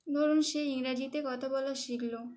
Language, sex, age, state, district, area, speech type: Bengali, female, 18-30, West Bengal, Birbhum, urban, spontaneous